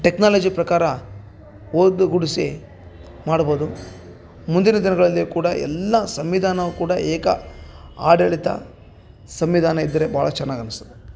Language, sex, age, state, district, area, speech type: Kannada, male, 30-45, Karnataka, Bellary, rural, spontaneous